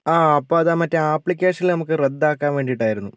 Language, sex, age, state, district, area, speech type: Malayalam, male, 45-60, Kerala, Wayanad, rural, spontaneous